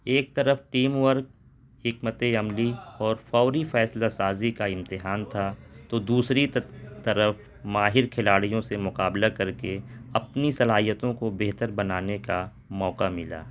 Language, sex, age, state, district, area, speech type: Urdu, male, 30-45, Delhi, North East Delhi, urban, spontaneous